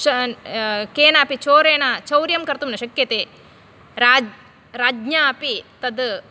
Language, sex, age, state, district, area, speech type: Sanskrit, female, 30-45, Karnataka, Dakshina Kannada, rural, spontaneous